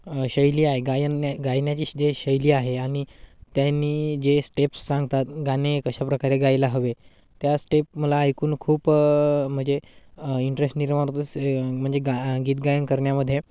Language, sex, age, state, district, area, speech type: Marathi, male, 18-30, Maharashtra, Gadchiroli, rural, spontaneous